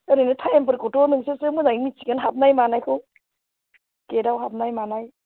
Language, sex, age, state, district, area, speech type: Bodo, female, 30-45, Assam, Chirang, rural, conversation